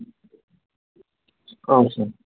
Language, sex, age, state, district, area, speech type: Bodo, male, 30-45, Assam, Kokrajhar, rural, conversation